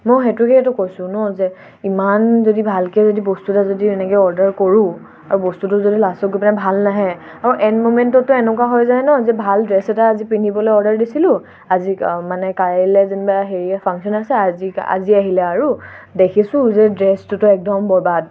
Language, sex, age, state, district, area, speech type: Assamese, female, 18-30, Assam, Tinsukia, urban, spontaneous